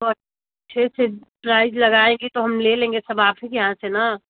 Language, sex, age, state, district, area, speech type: Hindi, female, 30-45, Uttar Pradesh, Chandauli, rural, conversation